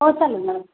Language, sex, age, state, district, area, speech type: Marathi, female, 30-45, Maharashtra, Osmanabad, rural, conversation